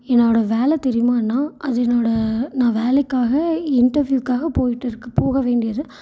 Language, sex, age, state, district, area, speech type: Tamil, female, 18-30, Tamil Nadu, Salem, rural, spontaneous